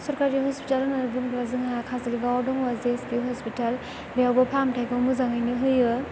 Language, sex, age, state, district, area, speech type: Bodo, female, 18-30, Assam, Chirang, urban, spontaneous